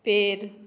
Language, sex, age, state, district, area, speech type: Hindi, female, 18-30, Bihar, Samastipur, rural, read